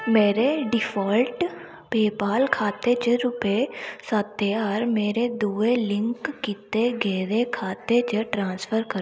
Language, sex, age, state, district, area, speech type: Dogri, female, 18-30, Jammu and Kashmir, Udhampur, rural, read